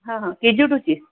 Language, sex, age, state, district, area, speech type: Marathi, female, 45-60, Maharashtra, Amravati, urban, conversation